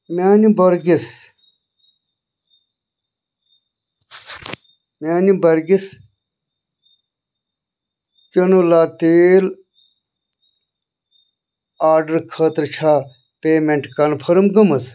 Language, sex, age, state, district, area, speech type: Kashmiri, other, 45-60, Jammu and Kashmir, Bandipora, rural, read